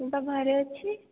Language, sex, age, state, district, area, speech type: Odia, female, 30-45, Odisha, Jajpur, rural, conversation